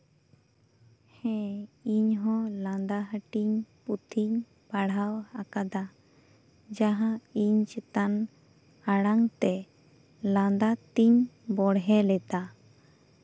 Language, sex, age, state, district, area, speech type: Santali, female, 18-30, West Bengal, Bankura, rural, spontaneous